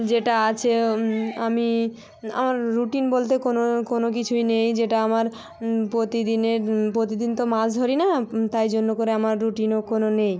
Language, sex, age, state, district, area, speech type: Bengali, female, 18-30, West Bengal, South 24 Parganas, rural, spontaneous